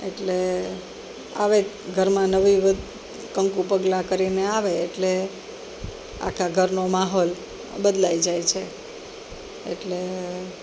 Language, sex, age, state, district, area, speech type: Gujarati, female, 45-60, Gujarat, Rajkot, urban, spontaneous